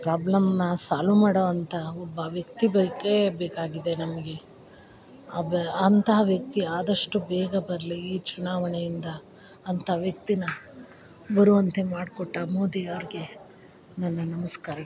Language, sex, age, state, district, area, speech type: Kannada, female, 45-60, Karnataka, Chikkamagaluru, rural, spontaneous